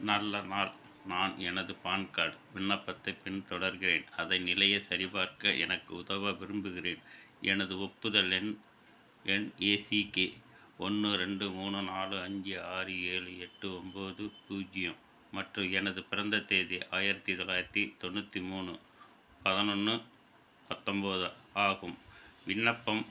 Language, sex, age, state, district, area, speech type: Tamil, male, 60+, Tamil Nadu, Tiruchirappalli, rural, read